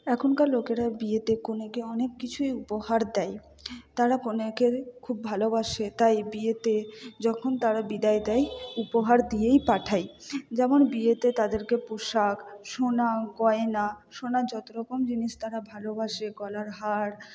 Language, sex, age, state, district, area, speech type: Bengali, female, 18-30, West Bengal, Purba Bardhaman, urban, spontaneous